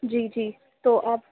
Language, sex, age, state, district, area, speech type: Urdu, female, 45-60, Delhi, Central Delhi, rural, conversation